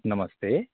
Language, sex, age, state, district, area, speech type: Dogri, male, 45-60, Jammu and Kashmir, Kathua, urban, conversation